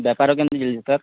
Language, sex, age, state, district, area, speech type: Odia, male, 30-45, Odisha, Sambalpur, rural, conversation